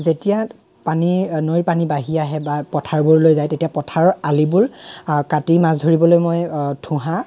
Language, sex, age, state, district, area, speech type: Assamese, male, 18-30, Assam, Lakhimpur, rural, spontaneous